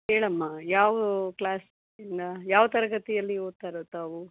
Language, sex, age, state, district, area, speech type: Kannada, female, 30-45, Karnataka, Chikkaballapur, urban, conversation